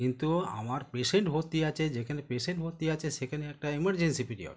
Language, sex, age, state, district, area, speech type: Bengali, male, 45-60, West Bengal, Howrah, urban, spontaneous